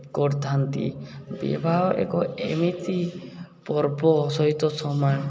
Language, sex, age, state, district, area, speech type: Odia, male, 18-30, Odisha, Subarnapur, urban, spontaneous